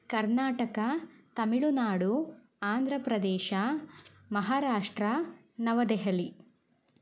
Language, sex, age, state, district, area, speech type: Kannada, female, 18-30, Karnataka, Shimoga, rural, spontaneous